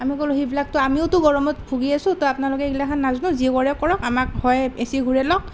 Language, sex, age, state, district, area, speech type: Assamese, female, 18-30, Assam, Nalbari, rural, spontaneous